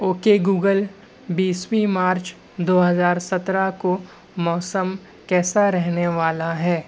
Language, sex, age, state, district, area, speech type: Urdu, male, 18-30, Maharashtra, Nashik, urban, read